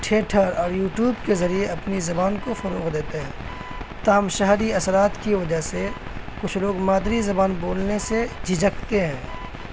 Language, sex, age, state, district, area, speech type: Urdu, male, 18-30, Bihar, Madhubani, rural, spontaneous